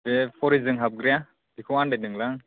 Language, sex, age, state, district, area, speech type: Bodo, male, 18-30, Assam, Kokrajhar, rural, conversation